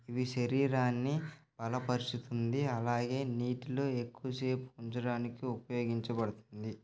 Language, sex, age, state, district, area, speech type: Telugu, male, 18-30, Andhra Pradesh, Nellore, rural, spontaneous